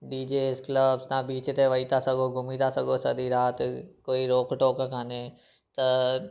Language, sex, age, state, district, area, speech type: Sindhi, male, 18-30, Gujarat, Surat, urban, spontaneous